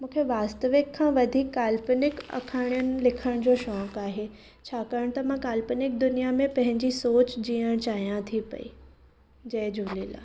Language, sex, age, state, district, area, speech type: Sindhi, female, 18-30, Maharashtra, Mumbai Suburban, rural, spontaneous